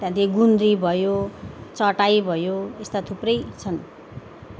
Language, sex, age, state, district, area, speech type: Nepali, female, 30-45, West Bengal, Jalpaiguri, urban, spontaneous